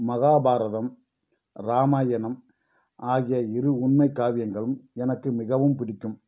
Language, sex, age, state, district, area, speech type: Tamil, male, 45-60, Tamil Nadu, Dharmapuri, rural, spontaneous